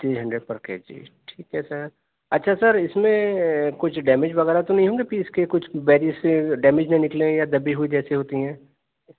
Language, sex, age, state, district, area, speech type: Urdu, male, 30-45, Delhi, Central Delhi, urban, conversation